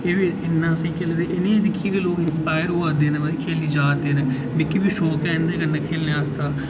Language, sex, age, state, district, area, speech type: Dogri, male, 18-30, Jammu and Kashmir, Udhampur, urban, spontaneous